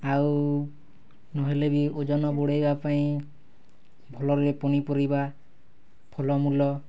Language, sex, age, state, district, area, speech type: Odia, male, 18-30, Odisha, Kalahandi, rural, spontaneous